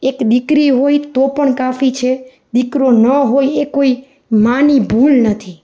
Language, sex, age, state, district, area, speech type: Gujarati, female, 30-45, Gujarat, Rajkot, urban, spontaneous